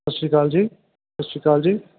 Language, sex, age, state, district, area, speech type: Punjabi, male, 30-45, Punjab, Fatehgarh Sahib, rural, conversation